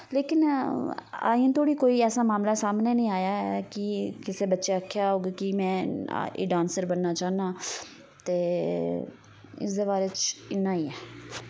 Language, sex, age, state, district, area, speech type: Dogri, female, 30-45, Jammu and Kashmir, Udhampur, rural, spontaneous